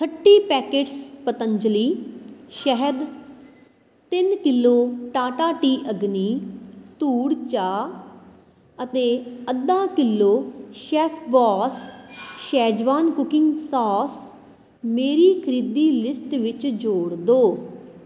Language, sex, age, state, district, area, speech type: Punjabi, female, 30-45, Punjab, Kapurthala, rural, read